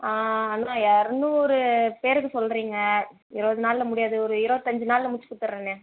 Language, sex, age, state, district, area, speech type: Tamil, female, 18-30, Tamil Nadu, Vellore, urban, conversation